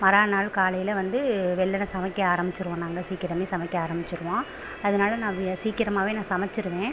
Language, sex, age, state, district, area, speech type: Tamil, female, 30-45, Tamil Nadu, Pudukkottai, rural, spontaneous